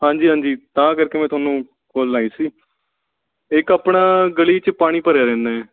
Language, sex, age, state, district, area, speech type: Punjabi, male, 18-30, Punjab, Mansa, urban, conversation